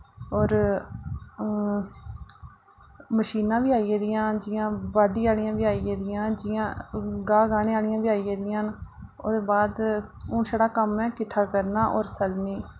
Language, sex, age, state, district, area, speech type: Dogri, female, 30-45, Jammu and Kashmir, Reasi, rural, spontaneous